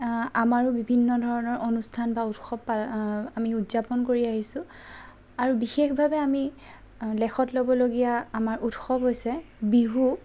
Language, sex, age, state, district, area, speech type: Assamese, female, 30-45, Assam, Lakhimpur, rural, spontaneous